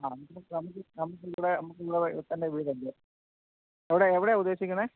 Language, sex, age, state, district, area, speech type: Malayalam, male, 45-60, Kerala, Kottayam, rural, conversation